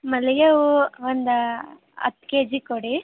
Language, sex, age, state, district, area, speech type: Kannada, female, 18-30, Karnataka, Koppal, rural, conversation